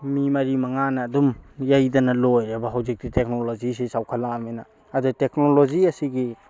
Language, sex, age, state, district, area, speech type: Manipuri, male, 18-30, Manipur, Tengnoupal, urban, spontaneous